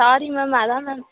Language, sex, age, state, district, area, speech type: Tamil, female, 18-30, Tamil Nadu, Madurai, urban, conversation